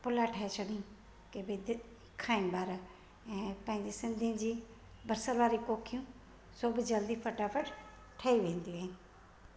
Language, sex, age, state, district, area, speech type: Sindhi, female, 45-60, Gujarat, Junagadh, urban, spontaneous